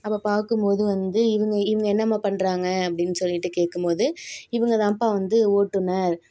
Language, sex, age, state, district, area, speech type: Tamil, female, 45-60, Tamil Nadu, Tiruvarur, rural, spontaneous